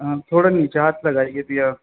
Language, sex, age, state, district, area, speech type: Hindi, male, 18-30, Rajasthan, Jaipur, urban, conversation